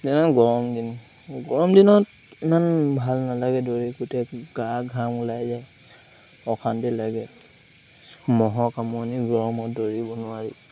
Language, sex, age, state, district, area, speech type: Assamese, male, 18-30, Assam, Lakhimpur, rural, spontaneous